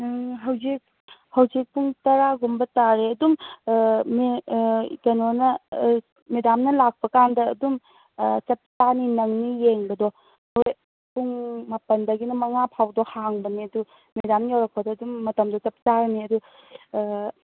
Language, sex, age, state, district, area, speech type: Manipuri, female, 30-45, Manipur, Chandel, rural, conversation